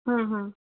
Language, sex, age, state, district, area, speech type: Bengali, female, 45-60, West Bengal, Darjeeling, rural, conversation